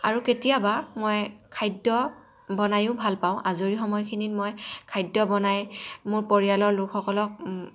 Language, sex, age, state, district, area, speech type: Assamese, female, 18-30, Assam, Lakhimpur, rural, spontaneous